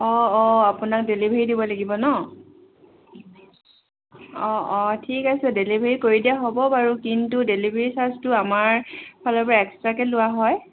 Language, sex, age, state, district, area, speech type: Assamese, female, 18-30, Assam, Tinsukia, urban, conversation